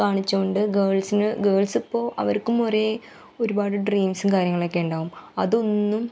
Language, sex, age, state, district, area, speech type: Malayalam, female, 18-30, Kerala, Ernakulam, rural, spontaneous